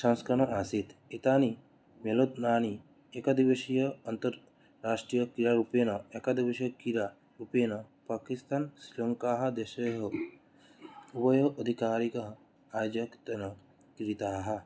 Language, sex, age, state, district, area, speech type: Sanskrit, male, 18-30, West Bengal, Cooch Behar, rural, spontaneous